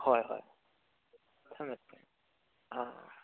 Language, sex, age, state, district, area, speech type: Manipuri, male, 18-30, Manipur, Kakching, rural, conversation